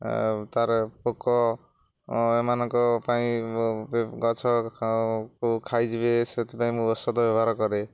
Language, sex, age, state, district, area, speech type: Odia, male, 45-60, Odisha, Jagatsinghpur, rural, spontaneous